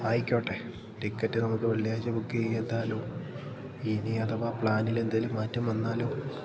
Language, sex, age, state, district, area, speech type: Malayalam, male, 18-30, Kerala, Idukki, rural, read